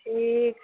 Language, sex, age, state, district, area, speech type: Hindi, female, 30-45, Bihar, Madhepura, rural, conversation